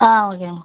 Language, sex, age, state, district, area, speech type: Tamil, female, 18-30, Tamil Nadu, Pudukkottai, rural, conversation